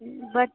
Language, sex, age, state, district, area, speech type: Maithili, female, 30-45, Bihar, Araria, rural, conversation